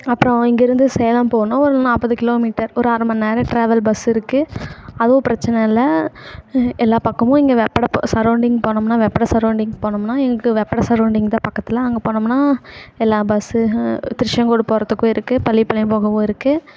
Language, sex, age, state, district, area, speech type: Tamil, female, 18-30, Tamil Nadu, Namakkal, rural, spontaneous